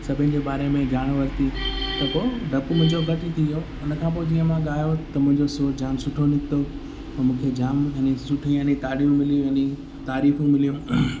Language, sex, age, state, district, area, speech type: Sindhi, male, 18-30, Gujarat, Kutch, urban, spontaneous